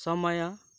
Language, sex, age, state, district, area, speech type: Nepali, male, 18-30, West Bengal, Kalimpong, rural, read